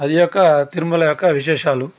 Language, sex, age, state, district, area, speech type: Telugu, male, 45-60, Andhra Pradesh, Nellore, urban, spontaneous